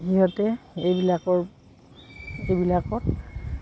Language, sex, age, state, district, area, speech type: Assamese, female, 45-60, Assam, Goalpara, urban, spontaneous